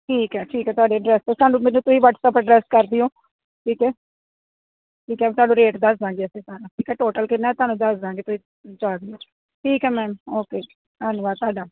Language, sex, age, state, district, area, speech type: Punjabi, female, 30-45, Punjab, Kapurthala, urban, conversation